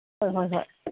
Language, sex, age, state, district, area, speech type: Manipuri, female, 60+, Manipur, Kangpokpi, urban, conversation